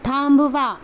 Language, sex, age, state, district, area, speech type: Marathi, female, 18-30, Maharashtra, Mumbai Suburban, urban, read